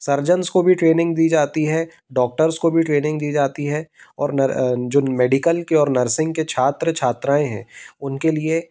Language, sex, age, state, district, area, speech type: Hindi, male, 30-45, Madhya Pradesh, Jabalpur, urban, spontaneous